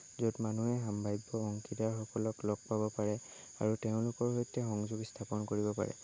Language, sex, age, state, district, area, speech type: Assamese, male, 18-30, Assam, Lakhimpur, rural, spontaneous